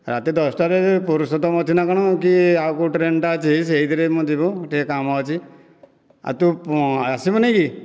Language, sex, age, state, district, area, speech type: Odia, male, 45-60, Odisha, Dhenkanal, rural, spontaneous